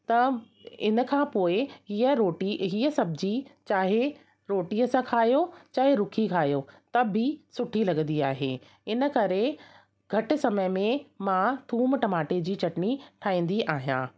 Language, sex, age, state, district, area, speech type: Sindhi, female, 30-45, Delhi, South Delhi, urban, spontaneous